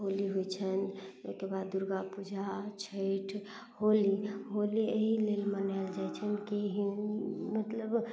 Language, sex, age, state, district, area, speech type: Maithili, female, 30-45, Bihar, Madhubani, rural, spontaneous